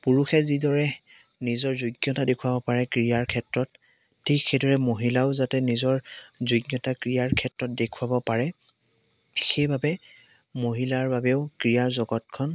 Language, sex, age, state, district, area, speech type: Assamese, male, 18-30, Assam, Biswanath, rural, spontaneous